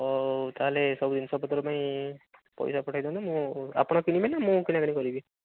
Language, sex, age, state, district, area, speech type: Odia, male, 18-30, Odisha, Jagatsinghpur, rural, conversation